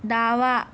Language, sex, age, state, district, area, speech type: Marathi, female, 60+, Maharashtra, Yavatmal, rural, read